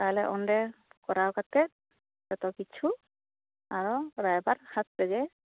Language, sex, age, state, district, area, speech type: Santali, female, 45-60, West Bengal, Bankura, rural, conversation